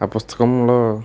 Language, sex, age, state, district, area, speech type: Telugu, male, 18-30, Andhra Pradesh, West Godavari, rural, spontaneous